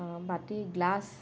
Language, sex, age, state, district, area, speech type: Assamese, female, 30-45, Assam, Dhemaji, urban, spontaneous